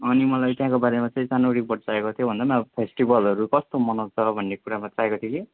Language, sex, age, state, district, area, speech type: Nepali, male, 30-45, West Bengal, Jalpaiguri, rural, conversation